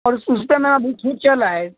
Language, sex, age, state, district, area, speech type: Hindi, male, 18-30, Uttar Pradesh, Ghazipur, urban, conversation